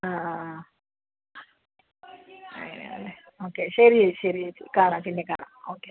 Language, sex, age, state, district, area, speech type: Malayalam, female, 30-45, Kerala, Palakkad, rural, conversation